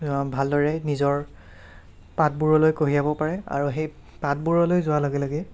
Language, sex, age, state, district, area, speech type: Assamese, male, 18-30, Assam, Nagaon, rural, spontaneous